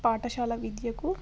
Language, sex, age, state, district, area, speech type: Telugu, female, 18-30, Telangana, Hyderabad, urban, spontaneous